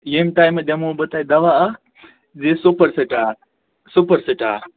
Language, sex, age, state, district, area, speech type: Kashmiri, male, 18-30, Jammu and Kashmir, Bandipora, rural, conversation